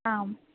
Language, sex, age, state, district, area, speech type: Sanskrit, female, 30-45, Andhra Pradesh, Visakhapatnam, urban, conversation